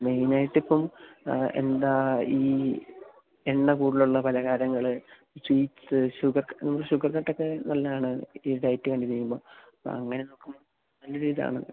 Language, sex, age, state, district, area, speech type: Malayalam, male, 18-30, Kerala, Idukki, rural, conversation